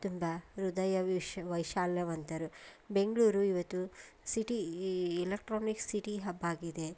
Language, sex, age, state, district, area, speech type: Kannada, female, 30-45, Karnataka, Koppal, urban, spontaneous